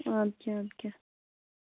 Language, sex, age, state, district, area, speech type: Kashmiri, female, 30-45, Jammu and Kashmir, Budgam, rural, conversation